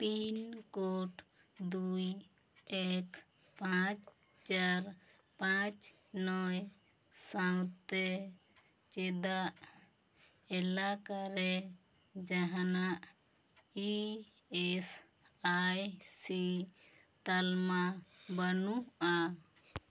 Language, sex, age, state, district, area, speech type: Santali, female, 18-30, West Bengal, Bankura, rural, read